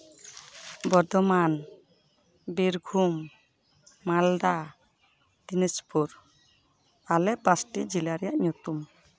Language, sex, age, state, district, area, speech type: Santali, female, 30-45, West Bengal, Malda, rural, spontaneous